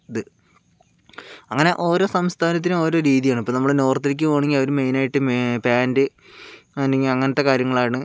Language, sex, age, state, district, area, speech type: Malayalam, male, 30-45, Kerala, Palakkad, rural, spontaneous